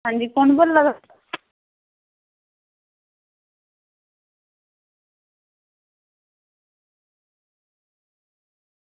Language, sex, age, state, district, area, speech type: Dogri, female, 18-30, Jammu and Kashmir, Kathua, rural, conversation